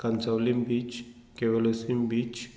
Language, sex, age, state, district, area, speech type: Goan Konkani, male, 45-60, Goa, Murmgao, rural, spontaneous